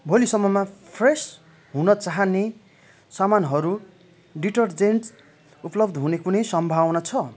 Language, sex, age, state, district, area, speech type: Nepali, male, 18-30, West Bengal, Darjeeling, rural, read